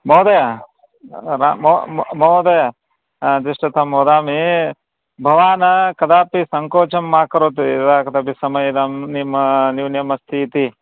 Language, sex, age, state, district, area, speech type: Sanskrit, male, 45-60, Karnataka, Vijayanagara, rural, conversation